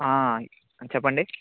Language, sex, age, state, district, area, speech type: Telugu, male, 18-30, Andhra Pradesh, Annamaya, rural, conversation